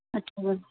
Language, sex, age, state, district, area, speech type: Punjabi, female, 30-45, Punjab, Ludhiana, rural, conversation